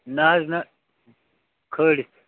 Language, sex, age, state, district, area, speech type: Kashmiri, male, 45-60, Jammu and Kashmir, Shopian, urban, conversation